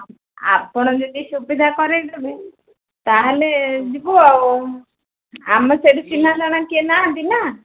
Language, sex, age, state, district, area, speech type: Odia, female, 60+, Odisha, Gajapati, rural, conversation